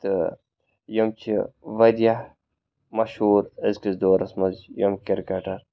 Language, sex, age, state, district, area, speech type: Kashmiri, male, 18-30, Jammu and Kashmir, Ganderbal, rural, spontaneous